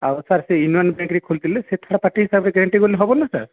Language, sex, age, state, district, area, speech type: Odia, male, 18-30, Odisha, Nayagarh, rural, conversation